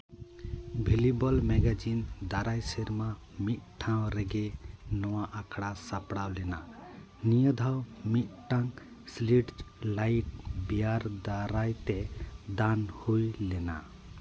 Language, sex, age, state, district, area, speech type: Santali, male, 30-45, West Bengal, Purba Bardhaman, rural, read